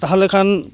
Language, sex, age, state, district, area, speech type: Santali, male, 30-45, West Bengal, Paschim Bardhaman, rural, spontaneous